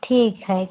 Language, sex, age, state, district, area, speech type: Hindi, female, 18-30, Uttar Pradesh, Prayagraj, rural, conversation